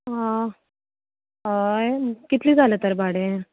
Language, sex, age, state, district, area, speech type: Goan Konkani, female, 18-30, Goa, Canacona, rural, conversation